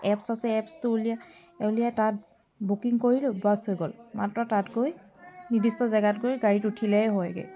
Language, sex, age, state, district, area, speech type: Assamese, female, 30-45, Assam, Sivasagar, rural, spontaneous